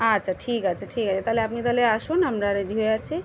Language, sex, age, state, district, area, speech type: Bengali, female, 30-45, West Bengal, Kolkata, urban, spontaneous